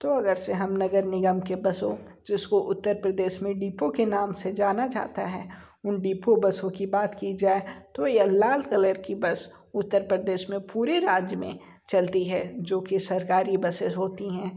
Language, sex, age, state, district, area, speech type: Hindi, male, 30-45, Uttar Pradesh, Sonbhadra, rural, spontaneous